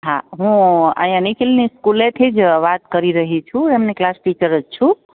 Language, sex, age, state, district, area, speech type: Gujarati, female, 45-60, Gujarat, Amreli, urban, conversation